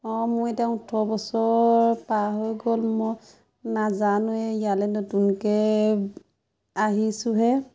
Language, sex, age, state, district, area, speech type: Assamese, female, 30-45, Assam, Majuli, urban, spontaneous